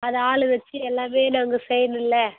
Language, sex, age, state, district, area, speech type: Tamil, female, 30-45, Tamil Nadu, Tirupattur, rural, conversation